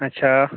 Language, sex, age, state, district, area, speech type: Dogri, male, 18-30, Jammu and Kashmir, Udhampur, rural, conversation